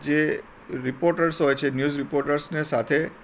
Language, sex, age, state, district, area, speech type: Gujarati, male, 45-60, Gujarat, Anand, urban, spontaneous